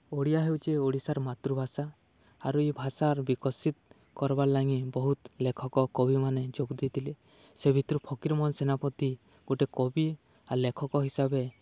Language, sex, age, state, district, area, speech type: Odia, male, 18-30, Odisha, Balangir, urban, spontaneous